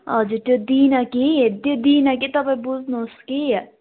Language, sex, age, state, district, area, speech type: Nepali, female, 18-30, West Bengal, Darjeeling, rural, conversation